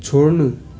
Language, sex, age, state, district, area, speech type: Nepali, male, 18-30, West Bengal, Darjeeling, rural, read